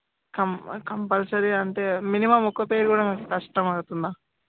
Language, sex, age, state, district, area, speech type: Telugu, male, 18-30, Telangana, Vikarabad, urban, conversation